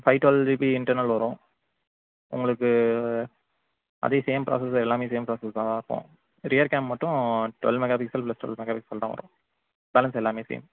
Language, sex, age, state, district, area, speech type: Tamil, male, 18-30, Tamil Nadu, Mayiladuthurai, rural, conversation